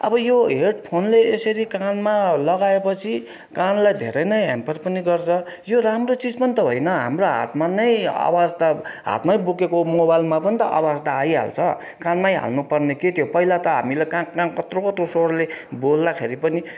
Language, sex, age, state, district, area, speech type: Nepali, male, 60+, West Bengal, Kalimpong, rural, spontaneous